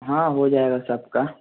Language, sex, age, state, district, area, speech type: Hindi, male, 18-30, Bihar, Vaishali, urban, conversation